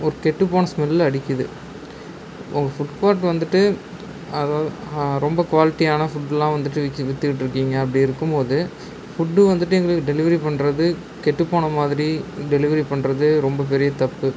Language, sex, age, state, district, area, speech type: Tamil, male, 30-45, Tamil Nadu, Ariyalur, rural, spontaneous